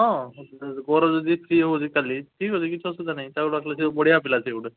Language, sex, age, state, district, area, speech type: Odia, male, 18-30, Odisha, Cuttack, urban, conversation